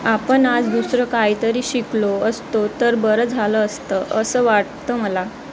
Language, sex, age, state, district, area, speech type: Marathi, female, 30-45, Maharashtra, Wardha, rural, read